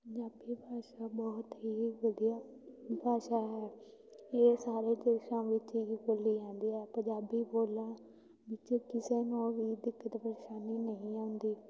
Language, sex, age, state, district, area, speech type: Punjabi, female, 18-30, Punjab, Fatehgarh Sahib, rural, spontaneous